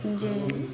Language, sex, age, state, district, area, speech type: Maithili, female, 45-60, Bihar, Madhubani, rural, spontaneous